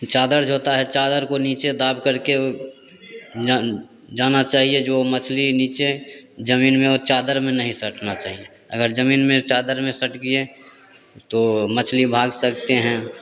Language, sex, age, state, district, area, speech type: Hindi, male, 30-45, Bihar, Begusarai, rural, spontaneous